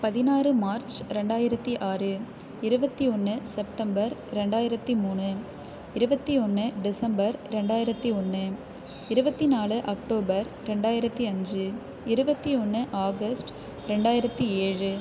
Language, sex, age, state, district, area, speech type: Tamil, female, 30-45, Tamil Nadu, Ariyalur, rural, spontaneous